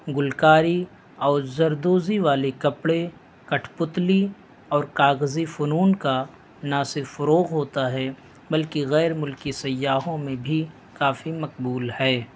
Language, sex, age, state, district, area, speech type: Urdu, male, 18-30, Delhi, North East Delhi, rural, spontaneous